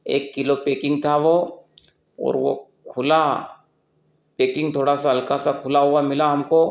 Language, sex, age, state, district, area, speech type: Hindi, male, 45-60, Madhya Pradesh, Ujjain, urban, spontaneous